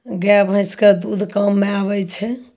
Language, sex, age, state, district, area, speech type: Maithili, female, 45-60, Bihar, Samastipur, rural, spontaneous